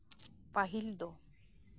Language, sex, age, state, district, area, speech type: Santali, female, 30-45, West Bengal, Birbhum, rural, spontaneous